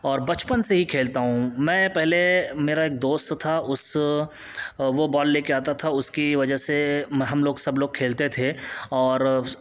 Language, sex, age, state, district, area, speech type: Urdu, male, 18-30, Uttar Pradesh, Siddharthnagar, rural, spontaneous